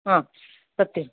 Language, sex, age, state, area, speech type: Sanskrit, female, 30-45, Tripura, urban, conversation